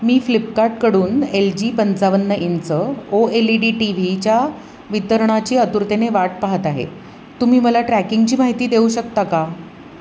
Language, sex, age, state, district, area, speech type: Marathi, female, 45-60, Maharashtra, Pune, urban, read